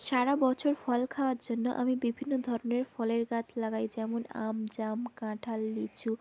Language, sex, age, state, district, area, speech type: Bengali, female, 18-30, West Bengal, South 24 Parganas, rural, spontaneous